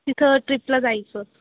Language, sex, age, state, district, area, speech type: Marathi, female, 18-30, Maharashtra, Ahmednagar, urban, conversation